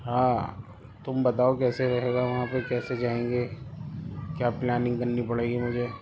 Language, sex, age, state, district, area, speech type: Urdu, male, 30-45, Delhi, East Delhi, urban, spontaneous